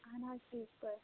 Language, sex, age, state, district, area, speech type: Kashmiri, female, 18-30, Jammu and Kashmir, Kulgam, rural, conversation